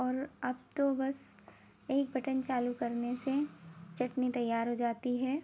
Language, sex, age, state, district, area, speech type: Hindi, female, 30-45, Madhya Pradesh, Bhopal, urban, spontaneous